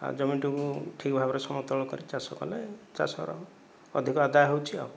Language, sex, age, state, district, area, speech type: Odia, male, 45-60, Odisha, Kandhamal, rural, spontaneous